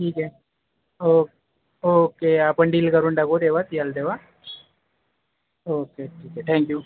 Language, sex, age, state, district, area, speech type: Marathi, male, 18-30, Maharashtra, Ratnagiri, urban, conversation